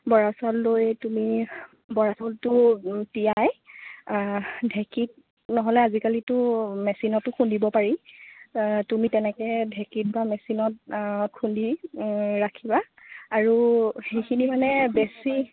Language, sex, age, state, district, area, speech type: Assamese, female, 18-30, Assam, Sonitpur, rural, conversation